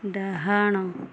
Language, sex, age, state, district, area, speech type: Odia, female, 30-45, Odisha, Kendujhar, urban, read